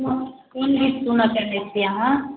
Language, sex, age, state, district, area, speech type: Maithili, male, 45-60, Bihar, Sitamarhi, urban, conversation